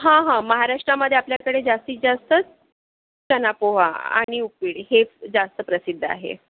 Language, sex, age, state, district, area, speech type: Marathi, female, 45-60, Maharashtra, Akola, urban, conversation